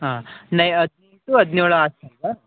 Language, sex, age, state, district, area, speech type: Kannada, male, 18-30, Karnataka, Chitradurga, rural, conversation